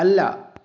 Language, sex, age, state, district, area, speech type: Malayalam, male, 18-30, Kerala, Kozhikode, urban, read